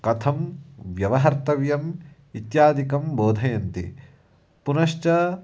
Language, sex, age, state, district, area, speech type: Sanskrit, male, 18-30, Karnataka, Uttara Kannada, rural, spontaneous